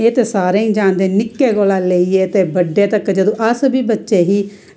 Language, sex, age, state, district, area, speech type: Dogri, female, 45-60, Jammu and Kashmir, Samba, rural, spontaneous